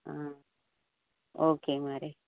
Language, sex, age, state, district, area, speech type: Telugu, female, 45-60, Telangana, Karimnagar, urban, conversation